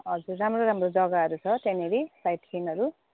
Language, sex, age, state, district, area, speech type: Nepali, female, 45-60, West Bengal, Jalpaiguri, rural, conversation